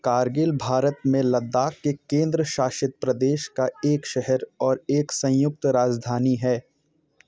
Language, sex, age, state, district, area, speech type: Hindi, male, 30-45, Uttar Pradesh, Bhadohi, urban, read